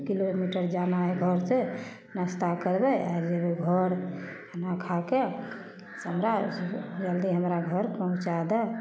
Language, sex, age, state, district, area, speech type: Maithili, female, 45-60, Bihar, Samastipur, rural, spontaneous